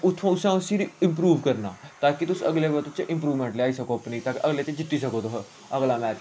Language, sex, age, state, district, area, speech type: Dogri, male, 18-30, Jammu and Kashmir, Samba, rural, spontaneous